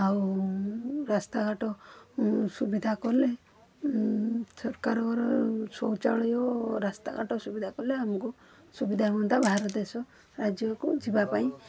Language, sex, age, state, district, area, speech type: Odia, female, 45-60, Odisha, Balasore, rural, spontaneous